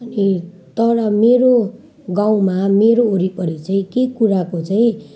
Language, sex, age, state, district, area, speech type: Nepali, female, 30-45, West Bengal, Jalpaiguri, rural, spontaneous